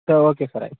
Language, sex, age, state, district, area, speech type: Kannada, male, 30-45, Karnataka, Mandya, rural, conversation